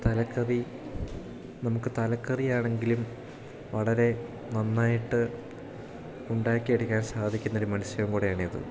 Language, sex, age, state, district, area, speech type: Malayalam, male, 18-30, Kerala, Idukki, rural, spontaneous